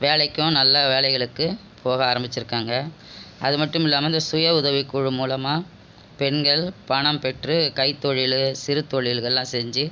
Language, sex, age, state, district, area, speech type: Tamil, female, 60+, Tamil Nadu, Cuddalore, urban, spontaneous